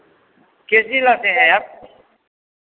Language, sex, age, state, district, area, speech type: Hindi, male, 45-60, Bihar, Vaishali, urban, conversation